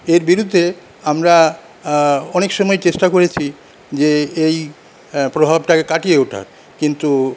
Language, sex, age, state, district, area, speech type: Bengali, male, 45-60, West Bengal, Paschim Bardhaman, rural, spontaneous